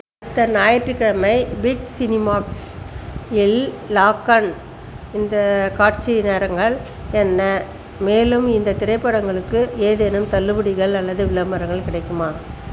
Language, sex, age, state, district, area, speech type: Tamil, female, 60+, Tamil Nadu, Chengalpattu, rural, read